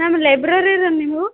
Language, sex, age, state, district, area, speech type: Kannada, female, 18-30, Karnataka, Bellary, urban, conversation